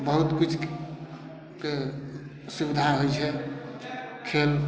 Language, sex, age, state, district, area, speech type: Maithili, male, 45-60, Bihar, Madhubani, rural, spontaneous